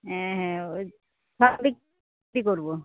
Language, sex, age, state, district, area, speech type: Bengali, female, 30-45, West Bengal, Cooch Behar, urban, conversation